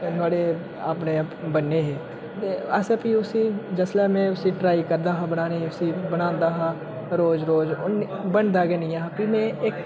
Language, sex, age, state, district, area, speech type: Dogri, male, 18-30, Jammu and Kashmir, Udhampur, rural, spontaneous